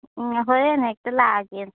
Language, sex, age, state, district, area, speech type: Manipuri, female, 30-45, Manipur, Kangpokpi, urban, conversation